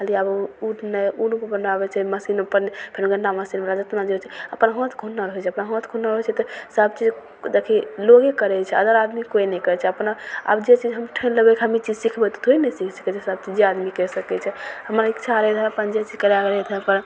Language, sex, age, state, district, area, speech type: Maithili, female, 18-30, Bihar, Begusarai, rural, spontaneous